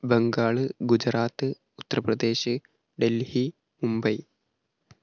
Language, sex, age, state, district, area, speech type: Malayalam, male, 18-30, Kerala, Malappuram, rural, spontaneous